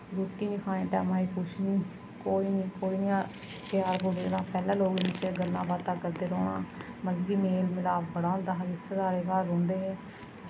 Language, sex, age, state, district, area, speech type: Dogri, female, 30-45, Jammu and Kashmir, Samba, rural, spontaneous